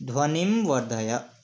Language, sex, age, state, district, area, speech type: Sanskrit, male, 18-30, Manipur, Kangpokpi, rural, read